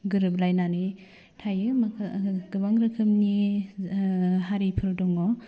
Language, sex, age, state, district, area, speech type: Bodo, female, 18-30, Assam, Udalguri, urban, spontaneous